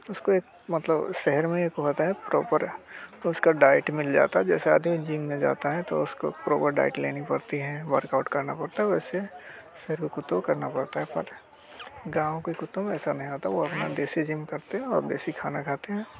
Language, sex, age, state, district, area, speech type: Hindi, male, 18-30, Bihar, Muzaffarpur, rural, spontaneous